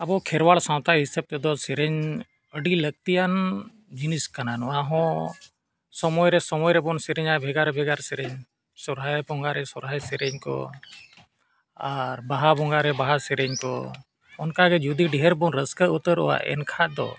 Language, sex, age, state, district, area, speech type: Santali, male, 45-60, Jharkhand, Bokaro, rural, spontaneous